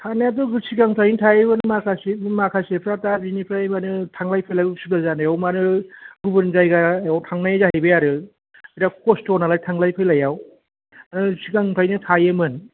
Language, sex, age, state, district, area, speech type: Bodo, male, 45-60, Assam, Chirang, urban, conversation